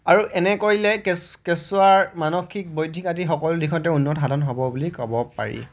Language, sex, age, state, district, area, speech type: Assamese, male, 30-45, Assam, Majuli, urban, spontaneous